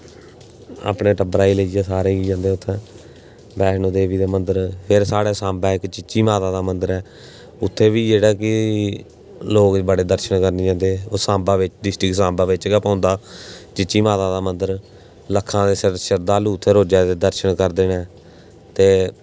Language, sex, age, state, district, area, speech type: Dogri, male, 18-30, Jammu and Kashmir, Samba, rural, spontaneous